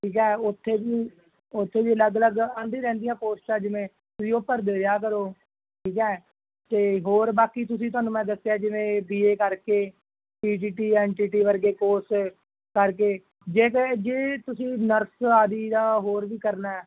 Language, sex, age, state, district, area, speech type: Punjabi, male, 18-30, Punjab, Muktsar, urban, conversation